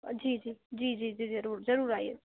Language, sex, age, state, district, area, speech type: Urdu, female, 18-30, Delhi, Central Delhi, rural, conversation